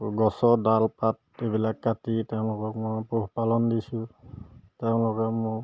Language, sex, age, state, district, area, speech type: Assamese, male, 30-45, Assam, Majuli, urban, spontaneous